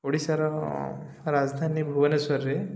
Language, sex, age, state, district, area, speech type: Odia, male, 30-45, Odisha, Koraput, urban, spontaneous